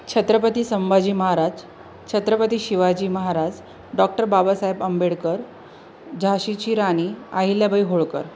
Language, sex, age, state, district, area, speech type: Marathi, female, 30-45, Maharashtra, Jalna, urban, spontaneous